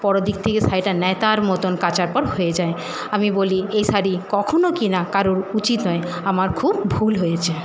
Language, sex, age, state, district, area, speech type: Bengali, female, 60+, West Bengal, Jhargram, rural, spontaneous